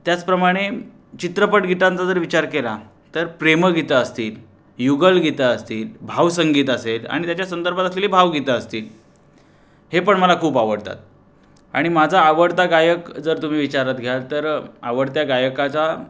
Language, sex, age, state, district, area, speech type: Marathi, male, 30-45, Maharashtra, Raigad, rural, spontaneous